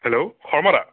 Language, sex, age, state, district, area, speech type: Assamese, male, 18-30, Assam, Nagaon, rural, conversation